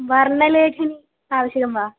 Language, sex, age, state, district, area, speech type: Sanskrit, female, 18-30, Kerala, Thrissur, urban, conversation